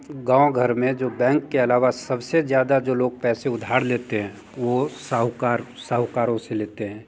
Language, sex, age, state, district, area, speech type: Hindi, male, 30-45, Bihar, Muzaffarpur, rural, spontaneous